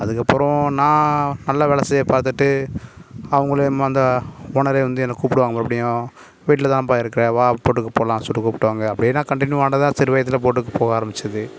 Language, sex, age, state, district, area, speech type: Tamil, male, 30-45, Tamil Nadu, Nagapattinam, rural, spontaneous